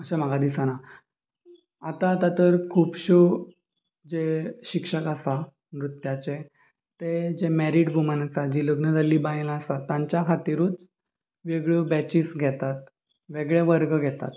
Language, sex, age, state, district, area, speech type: Goan Konkani, male, 18-30, Goa, Ponda, rural, spontaneous